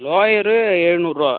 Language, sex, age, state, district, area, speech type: Tamil, male, 18-30, Tamil Nadu, Cuddalore, rural, conversation